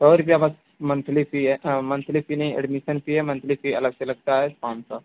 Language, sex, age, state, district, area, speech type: Hindi, male, 18-30, Uttar Pradesh, Mau, rural, conversation